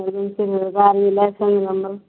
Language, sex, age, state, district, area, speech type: Maithili, female, 18-30, Bihar, Madhepura, rural, conversation